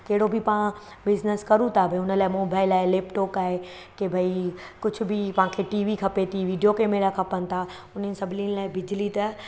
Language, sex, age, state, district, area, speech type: Sindhi, female, 30-45, Gujarat, Surat, urban, spontaneous